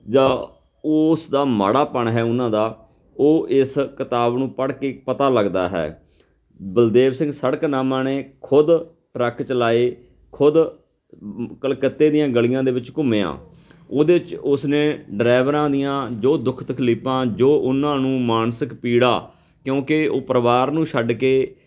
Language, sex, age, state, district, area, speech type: Punjabi, male, 45-60, Punjab, Fatehgarh Sahib, urban, spontaneous